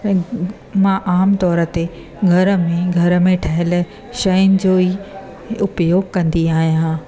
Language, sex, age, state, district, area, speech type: Sindhi, female, 45-60, Gujarat, Surat, urban, spontaneous